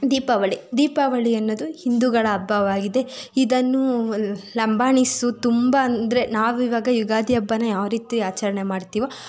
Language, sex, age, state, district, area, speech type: Kannada, female, 30-45, Karnataka, Tumkur, rural, spontaneous